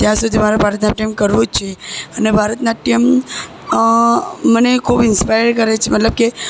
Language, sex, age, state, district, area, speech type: Gujarati, female, 18-30, Gujarat, Surat, rural, spontaneous